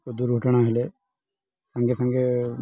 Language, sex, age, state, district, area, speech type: Odia, female, 30-45, Odisha, Balangir, urban, spontaneous